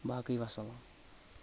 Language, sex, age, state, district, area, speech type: Kashmiri, male, 18-30, Jammu and Kashmir, Shopian, urban, spontaneous